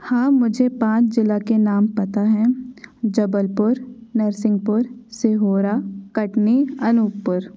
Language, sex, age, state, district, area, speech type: Hindi, female, 30-45, Madhya Pradesh, Jabalpur, urban, spontaneous